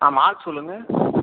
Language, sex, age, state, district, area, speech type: Tamil, male, 18-30, Tamil Nadu, Cuddalore, rural, conversation